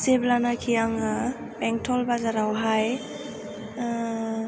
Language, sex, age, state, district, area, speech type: Bodo, female, 18-30, Assam, Chirang, rural, spontaneous